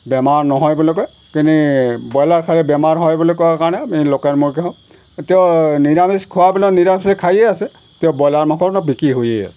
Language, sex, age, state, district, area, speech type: Assamese, male, 60+, Assam, Golaghat, rural, spontaneous